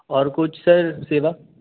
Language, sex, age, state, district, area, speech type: Hindi, male, 30-45, Madhya Pradesh, Jabalpur, urban, conversation